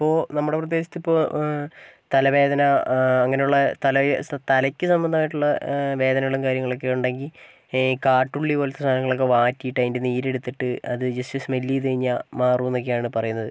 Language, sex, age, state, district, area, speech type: Malayalam, male, 45-60, Kerala, Wayanad, rural, spontaneous